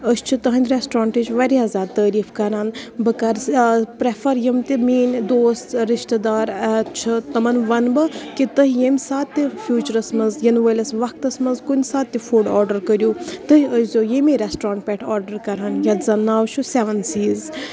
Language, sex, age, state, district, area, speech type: Kashmiri, female, 18-30, Jammu and Kashmir, Bandipora, rural, spontaneous